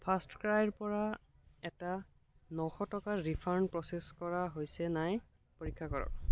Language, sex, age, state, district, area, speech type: Assamese, male, 18-30, Assam, Barpeta, rural, read